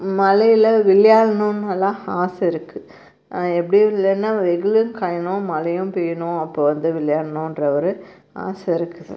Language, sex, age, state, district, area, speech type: Tamil, female, 45-60, Tamil Nadu, Tirupattur, rural, spontaneous